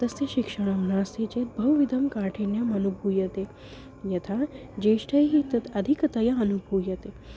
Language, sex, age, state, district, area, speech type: Sanskrit, female, 30-45, Maharashtra, Nagpur, urban, spontaneous